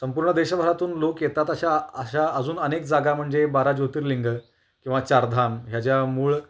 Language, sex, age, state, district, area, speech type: Marathi, male, 18-30, Maharashtra, Kolhapur, urban, spontaneous